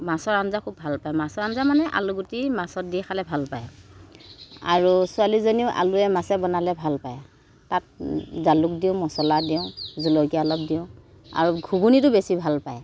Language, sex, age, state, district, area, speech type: Assamese, female, 60+, Assam, Morigaon, rural, spontaneous